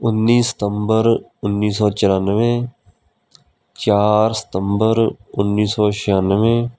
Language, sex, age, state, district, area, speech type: Punjabi, male, 18-30, Punjab, Kapurthala, rural, spontaneous